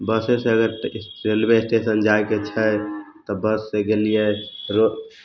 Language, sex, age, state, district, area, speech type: Maithili, male, 18-30, Bihar, Samastipur, rural, spontaneous